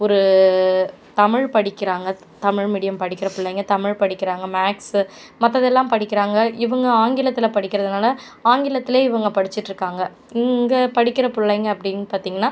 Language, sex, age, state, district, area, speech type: Tamil, female, 45-60, Tamil Nadu, Cuddalore, rural, spontaneous